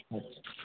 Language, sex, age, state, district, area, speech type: Maithili, male, 18-30, Bihar, Muzaffarpur, rural, conversation